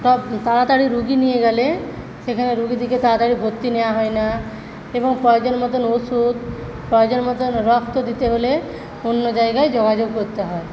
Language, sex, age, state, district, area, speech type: Bengali, female, 45-60, West Bengal, Paschim Medinipur, rural, spontaneous